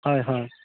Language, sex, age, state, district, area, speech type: Assamese, male, 45-60, Assam, Udalguri, rural, conversation